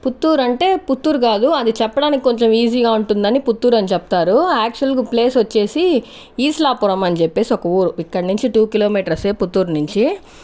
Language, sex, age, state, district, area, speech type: Telugu, female, 30-45, Andhra Pradesh, Sri Balaji, rural, spontaneous